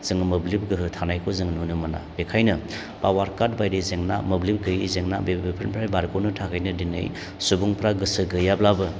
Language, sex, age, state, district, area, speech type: Bodo, male, 45-60, Assam, Baksa, urban, spontaneous